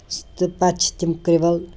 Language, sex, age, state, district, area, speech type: Kashmiri, female, 60+, Jammu and Kashmir, Srinagar, urban, spontaneous